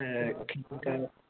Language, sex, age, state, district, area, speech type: Hindi, male, 18-30, Uttar Pradesh, Jaunpur, rural, conversation